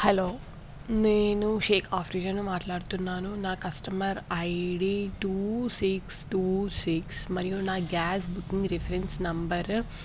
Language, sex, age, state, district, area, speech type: Telugu, female, 18-30, Telangana, Hyderabad, urban, spontaneous